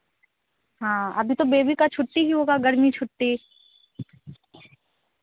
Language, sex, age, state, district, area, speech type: Hindi, female, 30-45, Bihar, Begusarai, rural, conversation